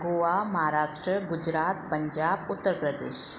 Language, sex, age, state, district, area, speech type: Sindhi, female, 30-45, Gujarat, Ahmedabad, urban, spontaneous